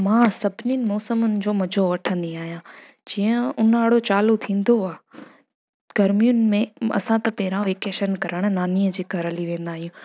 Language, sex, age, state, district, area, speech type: Sindhi, female, 18-30, Gujarat, Junagadh, rural, spontaneous